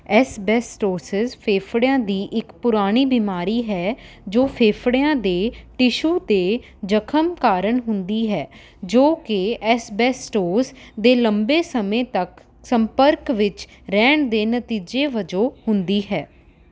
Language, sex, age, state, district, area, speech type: Punjabi, female, 18-30, Punjab, Rupnagar, urban, read